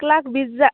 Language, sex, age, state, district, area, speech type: Assamese, female, 18-30, Assam, Dibrugarh, rural, conversation